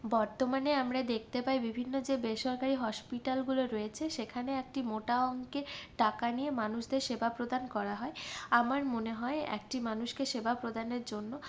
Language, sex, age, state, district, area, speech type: Bengali, female, 45-60, West Bengal, Purulia, urban, spontaneous